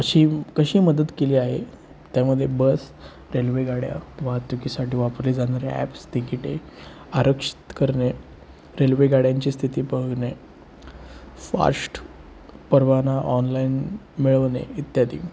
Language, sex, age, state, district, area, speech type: Marathi, male, 18-30, Maharashtra, Sindhudurg, rural, spontaneous